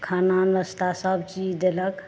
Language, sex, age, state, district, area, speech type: Maithili, female, 45-60, Bihar, Madhepura, rural, spontaneous